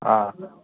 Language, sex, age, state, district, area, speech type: Manipuri, male, 18-30, Manipur, Kangpokpi, urban, conversation